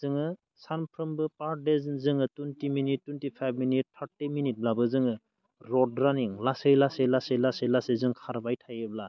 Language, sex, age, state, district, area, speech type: Bodo, male, 30-45, Assam, Baksa, rural, spontaneous